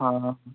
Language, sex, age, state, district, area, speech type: Odia, male, 18-30, Odisha, Nabarangpur, urban, conversation